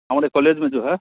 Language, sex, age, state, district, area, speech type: Hindi, male, 45-60, Bihar, Muzaffarpur, urban, conversation